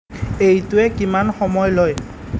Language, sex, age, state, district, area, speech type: Assamese, male, 18-30, Assam, Nalbari, rural, read